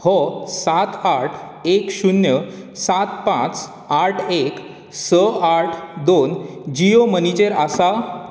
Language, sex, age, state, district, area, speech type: Goan Konkani, male, 18-30, Goa, Bardez, urban, read